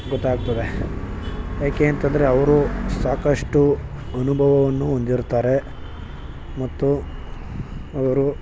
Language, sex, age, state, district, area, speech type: Kannada, male, 18-30, Karnataka, Mandya, urban, spontaneous